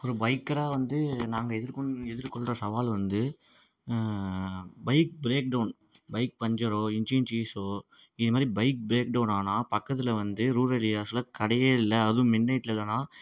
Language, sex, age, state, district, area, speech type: Tamil, male, 18-30, Tamil Nadu, Ariyalur, rural, spontaneous